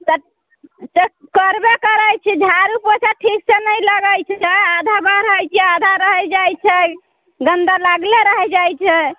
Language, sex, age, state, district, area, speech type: Maithili, female, 18-30, Bihar, Muzaffarpur, rural, conversation